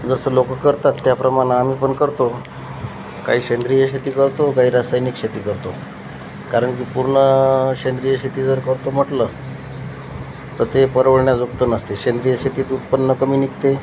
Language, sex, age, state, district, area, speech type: Marathi, male, 30-45, Maharashtra, Washim, rural, spontaneous